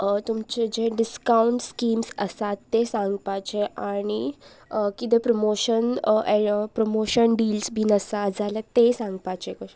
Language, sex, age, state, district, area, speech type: Goan Konkani, female, 18-30, Goa, Pernem, rural, spontaneous